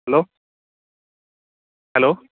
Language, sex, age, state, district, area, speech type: Malayalam, male, 30-45, Kerala, Idukki, rural, conversation